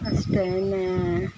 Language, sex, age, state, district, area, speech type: Kannada, female, 30-45, Karnataka, Vijayanagara, rural, spontaneous